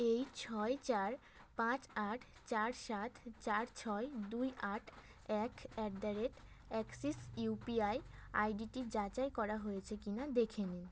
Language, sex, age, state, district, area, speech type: Bengali, female, 18-30, West Bengal, North 24 Parganas, urban, read